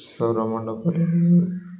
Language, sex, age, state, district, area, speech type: Odia, male, 30-45, Odisha, Koraput, urban, spontaneous